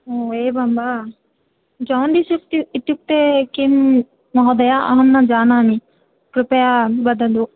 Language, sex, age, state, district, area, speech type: Sanskrit, female, 18-30, Odisha, Jajpur, rural, conversation